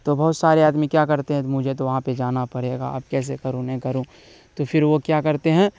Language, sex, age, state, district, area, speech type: Urdu, male, 18-30, Bihar, Darbhanga, rural, spontaneous